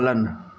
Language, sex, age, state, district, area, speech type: Hindi, male, 30-45, Uttar Pradesh, Mau, rural, read